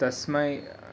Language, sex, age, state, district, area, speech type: Sanskrit, male, 18-30, Karnataka, Mysore, urban, spontaneous